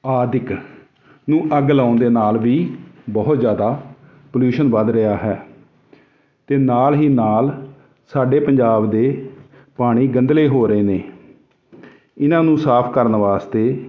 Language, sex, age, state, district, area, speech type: Punjabi, male, 45-60, Punjab, Jalandhar, urban, spontaneous